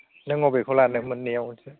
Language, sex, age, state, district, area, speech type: Bodo, male, 30-45, Assam, Kokrajhar, rural, conversation